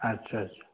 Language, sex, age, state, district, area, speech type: Hindi, male, 60+, Uttar Pradesh, Chandauli, rural, conversation